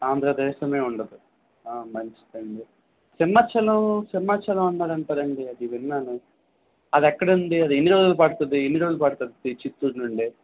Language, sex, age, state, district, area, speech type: Telugu, male, 18-30, Andhra Pradesh, Visakhapatnam, urban, conversation